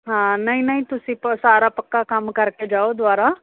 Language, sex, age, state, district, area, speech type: Punjabi, female, 30-45, Punjab, Fazilka, urban, conversation